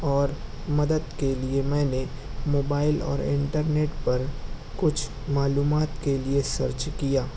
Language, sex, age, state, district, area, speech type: Urdu, male, 18-30, Maharashtra, Nashik, rural, spontaneous